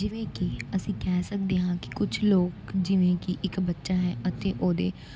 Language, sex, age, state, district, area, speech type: Punjabi, female, 18-30, Punjab, Gurdaspur, rural, spontaneous